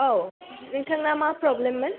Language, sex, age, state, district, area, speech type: Bodo, female, 18-30, Assam, Kokrajhar, rural, conversation